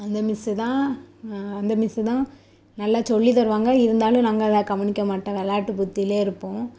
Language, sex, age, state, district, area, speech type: Tamil, female, 18-30, Tamil Nadu, Thoothukudi, rural, spontaneous